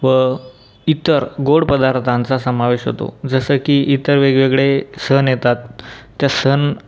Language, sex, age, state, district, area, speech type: Marathi, male, 18-30, Maharashtra, Buldhana, rural, spontaneous